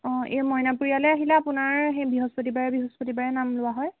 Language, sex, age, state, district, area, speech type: Assamese, female, 18-30, Assam, Jorhat, urban, conversation